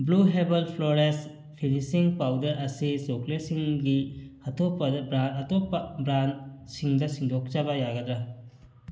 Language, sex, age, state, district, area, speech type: Manipuri, male, 30-45, Manipur, Thoubal, rural, read